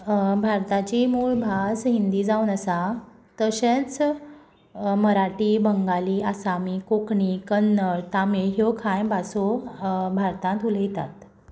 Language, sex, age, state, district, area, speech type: Goan Konkani, female, 18-30, Goa, Tiswadi, rural, spontaneous